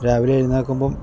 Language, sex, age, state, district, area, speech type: Malayalam, male, 45-60, Kerala, Idukki, rural, spontaneous